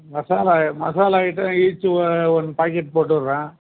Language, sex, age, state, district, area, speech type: Tamil, male, 60+, Tamil Nadu, Cuddalore, rural, conversation